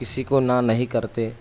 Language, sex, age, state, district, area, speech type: Urdu, male, 18-30, Maharashtra, Nashik, urban, spontaneous